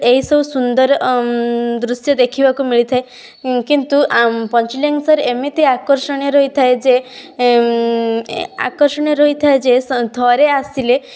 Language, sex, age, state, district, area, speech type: Odia, female, 18-30, Odisha, Balasore, rural, spontaneous